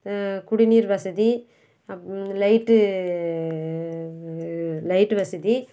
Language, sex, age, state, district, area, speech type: Tamil, female, 60+, Tamil Nadu, Krishnagiri, rural, spontaneous